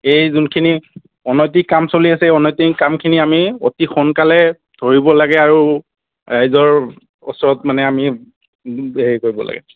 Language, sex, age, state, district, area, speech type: Assamese, male, 60+, Assam, Morigaon, rural, conversation